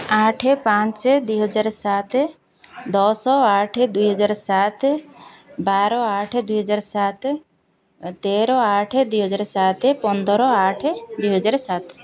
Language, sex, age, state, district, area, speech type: Odia, female, 30-45, Odisha, Jagatsinghpur, rural, spontaneous